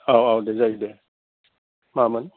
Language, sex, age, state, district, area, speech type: Bodo, male, 60+, Assam, Kokrajhar, rural, conversation